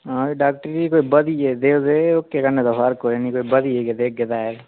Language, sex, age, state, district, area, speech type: Dogri, male, 18-30, Jammu and Kashmir, Udhampur, rural, conversation